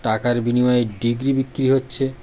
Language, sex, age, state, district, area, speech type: Bengali, male, 30-45, West Bengal, Birbhum, urban, spontaneous